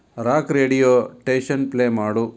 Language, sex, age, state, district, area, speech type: Kannada, male, 45-60, Karnataka, Davanagere, rural, read